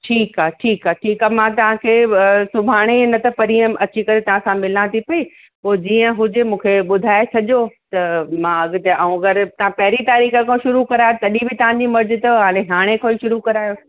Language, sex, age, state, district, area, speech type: Sindhi, female, 60+, Uttar Pradesh, Lucknow, rural, conversation